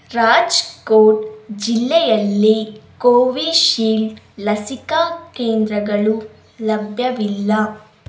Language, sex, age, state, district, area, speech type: Kannada, female, 18-30, Karnataka, Davanagere, rural, read